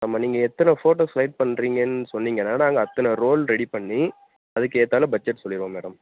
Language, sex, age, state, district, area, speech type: Tamil, male, 18-30, Tamil Nadu, Tenkasi, rural, conversation